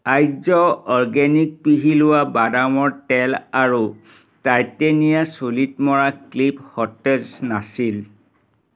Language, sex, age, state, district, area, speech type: Assamese, male, 45-60, Assam, Dhemaji, urban, read